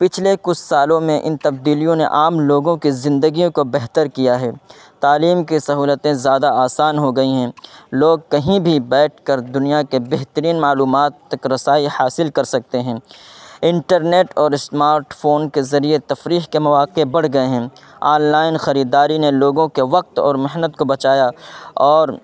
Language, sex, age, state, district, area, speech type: Urdu, male, 18-30, Uttar Pradesh, Saharanpur, urban, spontaneous